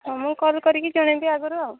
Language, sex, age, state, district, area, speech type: Odia, female, 45-60, Odisha, Angul, rural, conversation